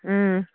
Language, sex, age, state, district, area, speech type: Manipuri, female, 60+, Manipur, Churachandpur, urban, conversation